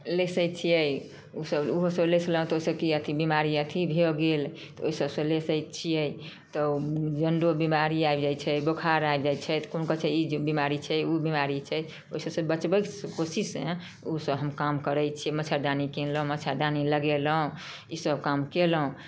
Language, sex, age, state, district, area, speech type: Maithili, female, 45-60, Bihar, Samastipur, rural, spontaneous